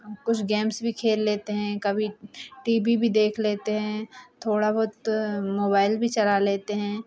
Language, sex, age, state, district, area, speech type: Hindi, female, 30-45, Madhya Pradesh, Hoshangabad, rural, spontaneous